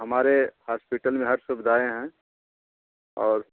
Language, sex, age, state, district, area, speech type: Hindi, male, 30-45, Uttar Pradesh, Bhadohi, rural, conversation